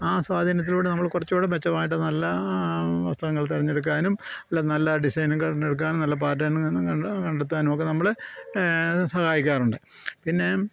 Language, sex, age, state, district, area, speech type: Malayalam, male, 60+, Kerala, Pathanamthitta, rural, spontaneous